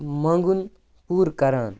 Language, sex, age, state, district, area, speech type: Kashmiri, male, 18-30, Jammu and Kashmir, Kupwara, rural, spontaneous